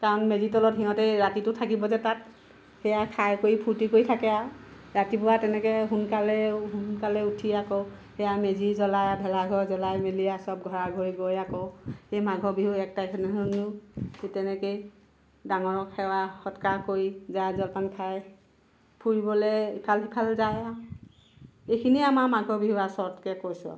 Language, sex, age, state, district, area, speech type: Assamese, female, 45-60, Assam, Lakhimpur, rural, spontaneous